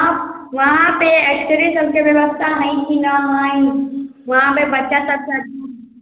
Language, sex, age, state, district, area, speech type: Maithili, female, 30-45, Bihar, Sitamarhi, rural, conversation